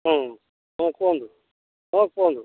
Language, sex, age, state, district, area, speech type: Odia, male, 60+, Odisha, Jharsuguda, rural, conversation